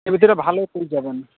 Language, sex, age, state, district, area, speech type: Bengali, male, 18-30, West Bengal, Howrah, urban, conversation